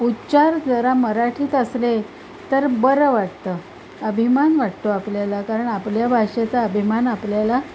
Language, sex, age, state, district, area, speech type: Marathi, female, 60+, Maharashtra, Palghar, urban, spontaneous